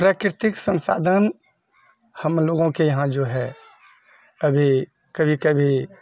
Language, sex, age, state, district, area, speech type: Maithili, male, 60+, Bihar, Purnia, rural, spontaneous